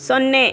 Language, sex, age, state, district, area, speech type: Kannada, female, 60+, Karnataka, Bangalore Rural, rural, read